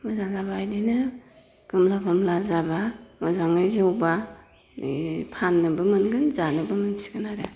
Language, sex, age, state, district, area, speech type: Bodo, female, 45-60, Assam, Chirang, rural, spontaneous